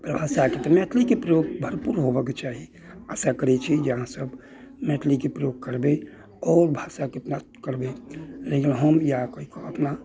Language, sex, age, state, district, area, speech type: Maithili, male, 60+, Bihar, Muzaffarpur, urban, spontaneous